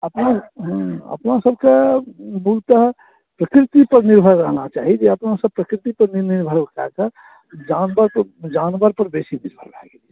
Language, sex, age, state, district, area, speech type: Maithili, male, 45-60, Bihar, Saharsa, urban, conversation